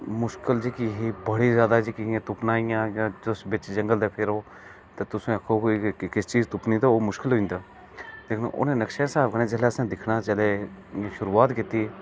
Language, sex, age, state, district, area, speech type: Dogri, male, 30-45, Jammu and Kashmir, Udhampur, rural, spontaneous